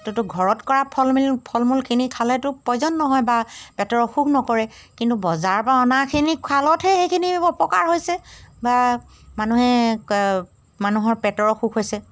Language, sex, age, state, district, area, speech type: Assamese, female, 45-60, Assam, Golaghat, rural, spontaneous